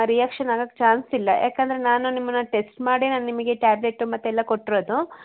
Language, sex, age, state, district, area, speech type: Kannada, female, 45-60, Karnataka, Hassan, urban, conversation